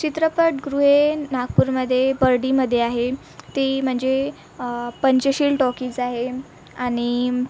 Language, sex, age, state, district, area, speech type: Marathi, female, 18-30, Maharashtra, Nagpur, urban, spontaneous